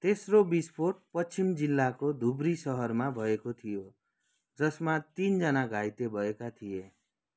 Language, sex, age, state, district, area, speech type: Nepali, male, 30-45, West Bengal, Kalimpong, rural, read